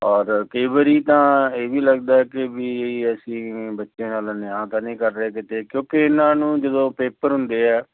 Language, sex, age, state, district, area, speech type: Punjabi, male, 60+, Punjab, Firozpur, urban, conversation